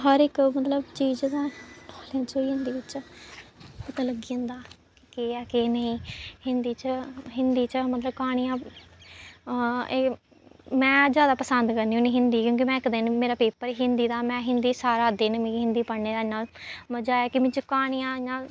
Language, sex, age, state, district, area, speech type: Dogri, female, 18-30, Jammu and Kashmir, Samba, rural, spontaneous